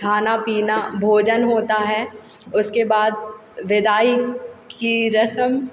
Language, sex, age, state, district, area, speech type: Hindi, female, 18-30, Madhya Pradesh, Hoshangabad, rural, spontaneous